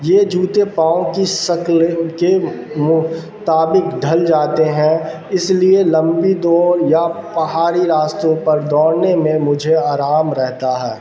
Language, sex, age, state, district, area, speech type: Urdu, male, 18-30, Bihar, Darbhanga, urban, spontaneous